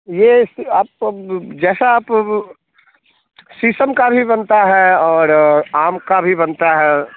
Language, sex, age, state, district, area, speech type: Hindi, male, 30-45, Bihar, Muzaffarpur, rural, conversation